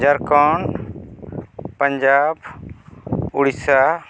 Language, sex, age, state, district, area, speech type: Santali, male, 45-60, Jharkhand, East Singhbhum, rural, spontaneous